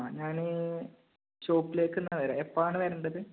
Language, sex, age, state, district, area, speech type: Malayalam, male, 18-30, Kerala, Malappuram, rural, conversation